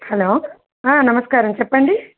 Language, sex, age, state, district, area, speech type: Telugu, female, 30-45, Telangana, Medak, rural, conversation